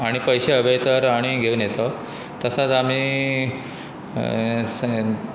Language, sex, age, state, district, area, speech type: Goan Konkani, male, 45-60, Goa, Pernem, rural, spontaneous